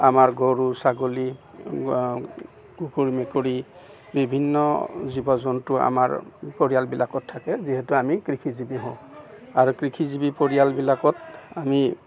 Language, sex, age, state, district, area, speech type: Assamese, male, 45-60, Assam, Barpeta, rural, spontaneous